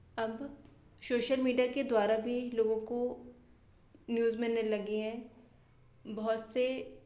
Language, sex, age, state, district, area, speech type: Hindi, female, 18-30, Madhya Pradesh, Bhopal, urban, spontaneous